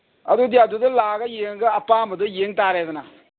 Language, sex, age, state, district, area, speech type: Manipuri, male, 60+, Manipur, Kangpokpi, urban, conversation